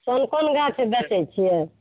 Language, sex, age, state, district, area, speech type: Maithili, female, 60+, Bihar, Saharsa, rural, conversation